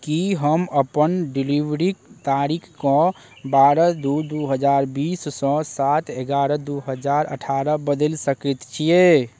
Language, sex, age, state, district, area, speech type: Maithili, male, 18-30, Bihar, Darbhanga, rural, read